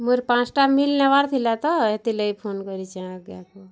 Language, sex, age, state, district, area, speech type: Odia, female, 30-45, Odisha, Bargarh, urban, spontaneous